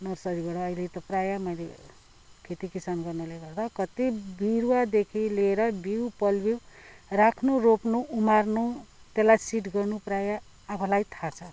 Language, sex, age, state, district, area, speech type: Nepali, female, 60+, West Bengal, Kalimpong, rural, spontaneous